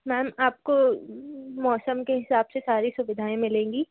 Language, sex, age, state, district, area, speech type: Hindi, female, 30-45, Madhya Pradesh, Jabalpur, urban, conversation